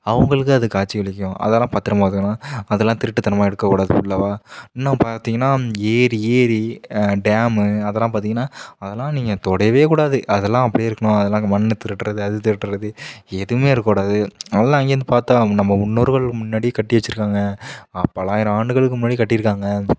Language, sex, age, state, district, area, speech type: Tamil, male, 18-30, Tamil Nadu, Nagapattinam, rural, spontaneous